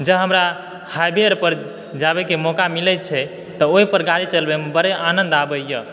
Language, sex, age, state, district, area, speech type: Maithili, male, 18-30, Bihar, Supaul, rural, spontaneous